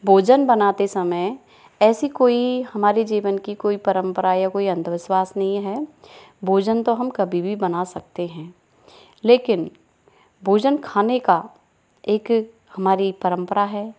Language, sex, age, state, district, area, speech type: Hindi, female, 30-45, Rajasthan, Karauli, rural, spontaneous